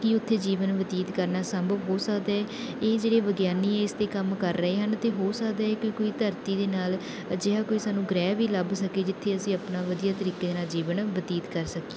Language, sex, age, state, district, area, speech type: Punjabi, female, 18-30, Punjab, Bathinda, rural, spontaneous